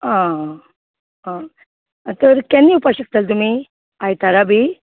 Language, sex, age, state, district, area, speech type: Goan Konkani, female, 30-45, Goa, Canacona, rural, conversation